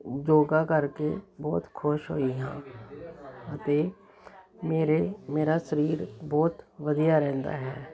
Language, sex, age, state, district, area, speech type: Punjabi, female, 60+, Punjab, Jalandhar, urban, spontaneous